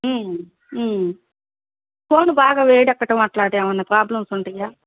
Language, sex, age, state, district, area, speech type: Telugu, female, 45-60, Andhra Pradesh, Guntur, urban, conversation